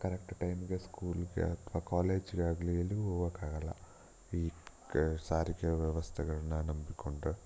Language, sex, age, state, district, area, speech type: Kannada, male, 18-30, Karnataka, Chikkamagaluru, rural, spontaneous